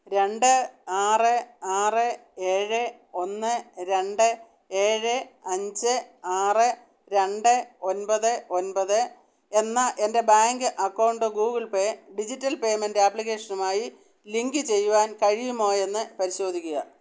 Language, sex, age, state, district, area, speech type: Malayalam, female, 60+, Kerala, Pathanamthitta, rural, read